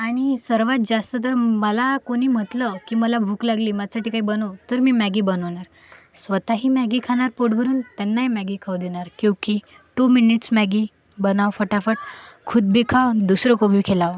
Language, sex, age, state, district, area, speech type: Marathi, female, 18-30, Maharashtra, Akola, rural, spontaneous